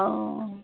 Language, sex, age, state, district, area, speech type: Assamese, female, 45-60, Assam, Sivasagar, rural, conversation